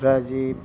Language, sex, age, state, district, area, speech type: Nepali, male, 18-30, West Bengal, Darjeeling, rural, spontaneous